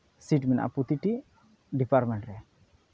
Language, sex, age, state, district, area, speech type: Santali, male, 30-45, West Bengal, Malda, rural, spontaneous